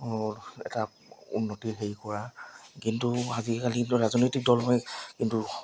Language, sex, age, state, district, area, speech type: Assamese, male, 30-45, Assam, Charaideo, urban, spontaneous